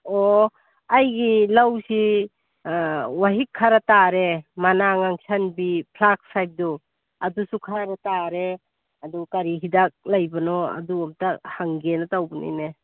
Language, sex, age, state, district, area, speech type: Manipuri, female, 45-60, Manipur, Churachandpur, urban, conversation